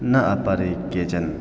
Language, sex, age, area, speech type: Sanskrit, male, 30-45, rural, spontaneous